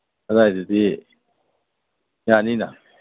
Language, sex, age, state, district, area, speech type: Manipuri, male, 45-60, Manipur, Imphal East, rural, conversation